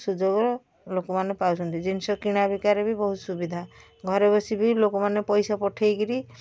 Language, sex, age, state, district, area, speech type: Odia, female, 45-60, Odisha, Puri, urban, spontaneous